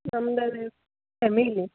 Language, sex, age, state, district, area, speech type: Kannada, female, 18-30, Karnataka, Uttara Kannada, rural, conversation